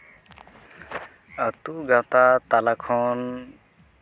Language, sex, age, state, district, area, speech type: Santali, male, 18-30, West Bengal, Uttar Dinajpur, rural, spontaneous